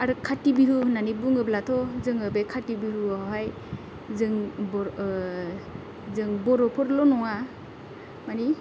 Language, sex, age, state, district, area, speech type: Bodo, female, 30-45, Assam, Kokrajhar, rural, spontaneous